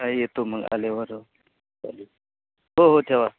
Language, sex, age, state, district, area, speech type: Marathi, male, 30-45, Maharashtra, Ratnagiri, rural, conversation